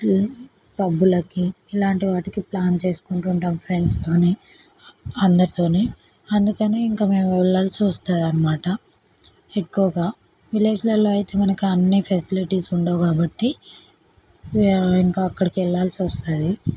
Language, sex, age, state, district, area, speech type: Telugu, female, 18-30, Telangana, Vikarabad, urban, spontaneous